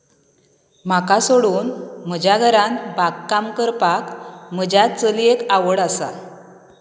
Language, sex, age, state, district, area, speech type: Goan Konkani, female, 30-45, Goa, Canacona, rural, spontaneous